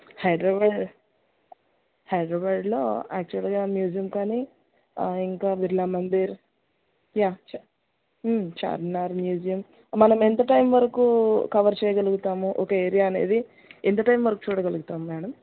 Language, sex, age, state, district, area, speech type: Telugu, female, 30-45, Andhra Pradesh, Bapatla, rural, conversation